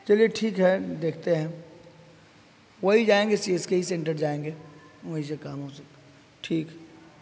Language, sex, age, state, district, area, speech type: Urdu, male, 30-45, Bihar, East Champaran, urban, spontaneous